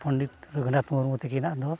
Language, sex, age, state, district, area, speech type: Santali, male, 45-60, Odisha, Mayurbhanj, rural, spontaneous